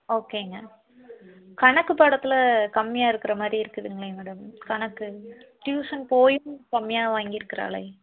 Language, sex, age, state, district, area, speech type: Tamil, female, 18-30, Tamil Nadu, Tiruppur, rural, conversation